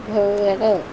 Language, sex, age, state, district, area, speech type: Marathi, female, 30-45, Maharashtra, Nagpur, urban, read